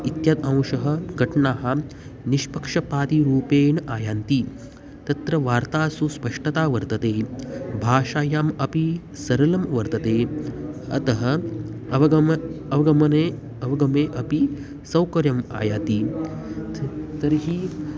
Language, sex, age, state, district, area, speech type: Sanskrit, male, 18-30, Maharashtra, Solapur, urban, spontaneous